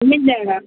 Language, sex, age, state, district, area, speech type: Hindi, female, 60+, Uttar Pradesh, Azamgarh, rural, conversation